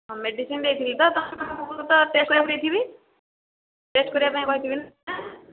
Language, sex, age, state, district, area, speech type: Odia, female, 18-30, Odisha, Nayagarh, rural, conversation